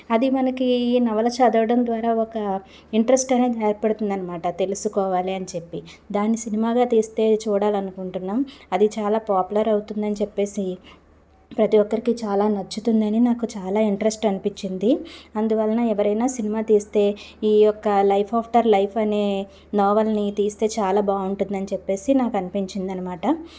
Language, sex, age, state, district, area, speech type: Telugu, female, 30-45, Andhra Pradesh, Palnadu, rural, spontaneous